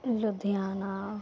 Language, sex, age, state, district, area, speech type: Punjabi, female, 30-45, Punjab, Ludhiana, urban, spontaneous